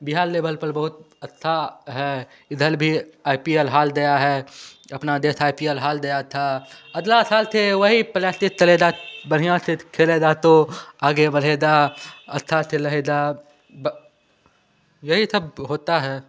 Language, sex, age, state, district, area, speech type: Hindi, male, 18-30, Bihar, Begusarai, rural, spontaneous